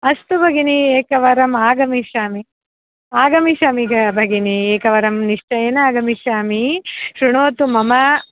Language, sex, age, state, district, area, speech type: Sanskrit, female, 30-45, Karnataka, Dharwad, urban, conversation